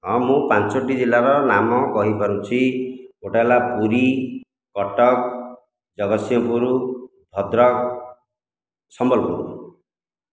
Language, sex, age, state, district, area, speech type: Odia, male, 45-60, Odisha, Khordha, rural, spontaneous